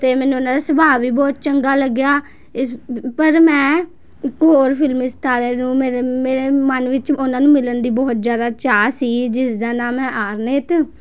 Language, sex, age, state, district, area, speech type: Punjabi, female, 18-30, Punjab, Patiala, urban, spontaneous